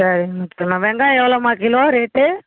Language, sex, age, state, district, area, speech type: Tamil, female, 30-45, Tamil Nadu, Kallakurichi, rural, conversation